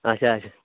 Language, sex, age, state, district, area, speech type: Kashmiri, male, 30-45, Jammu and Kashmir, Bandipora, rural, conversation